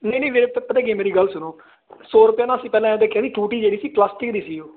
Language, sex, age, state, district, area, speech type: Punjabi, male, 18-30, Punjab, Fazilka, urban, conversation